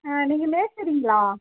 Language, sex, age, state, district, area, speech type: Tamil, female, 45-60, Tamil Nadu, Dharmapuri, rural, conversation